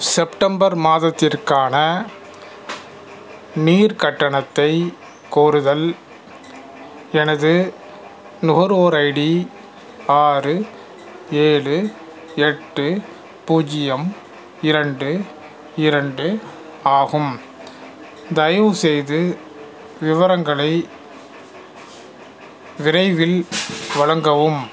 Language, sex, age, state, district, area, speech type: Tamil, male, 45-60, Tamil Nadu, Salem, rural, read